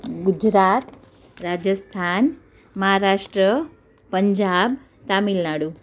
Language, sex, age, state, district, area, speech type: Gujarati, female, 30-45, Gujarat, Surat, urban, spontaneous